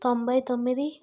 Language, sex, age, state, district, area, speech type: Telugu, female, 60+, Andhra Pradesh, Vizianagaram, rural, spontaneous